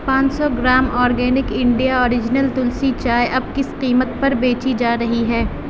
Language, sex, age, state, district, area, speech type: Urdu, female, 30-45, Uttar Pradesh, Aligarh, urban, read